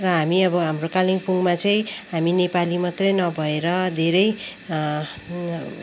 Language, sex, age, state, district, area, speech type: Nepali, female, 30-45, West Bengal, Kalimpong, rural, spontaneous